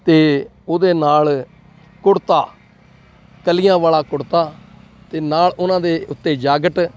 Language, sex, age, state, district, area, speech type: Punjabi, male, 60+, Punjab, Rupnagar, rural, spontaneous